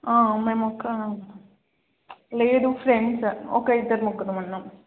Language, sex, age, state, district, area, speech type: Telugu, female, 18-30, Telangana, Karimnagar, urban, conversation